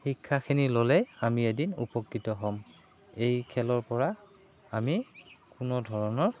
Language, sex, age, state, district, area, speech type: Assamese, male, 30-45, Assam, Udalguri, rural, spontaneous